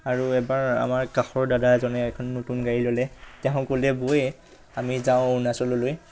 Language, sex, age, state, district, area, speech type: Assamese, male, 18-30, Assam, Majuli, urban, spontaneous